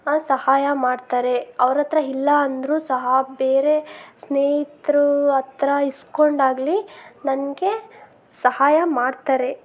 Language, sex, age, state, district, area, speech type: Kannada, female, 30-45, Karnataka, Chitradurga, rural, spontaneous